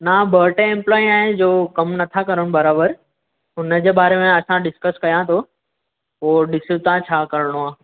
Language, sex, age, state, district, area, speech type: Sindhi, male, 18-30, Maharashtra, Mumbai Suburban, urban, conversation